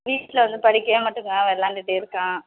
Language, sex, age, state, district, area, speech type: Tamil, female, 18-30, Tamil Nadu, Thanjavur, urban, conversation